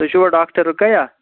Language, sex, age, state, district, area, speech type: Kashmiri, male, 18-30, Jammu and Kashmir, Anantnag, rural, conversation